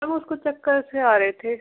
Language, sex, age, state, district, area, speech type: Hindi, female, 18-30, Rajasthan, Karauli, rural, conversation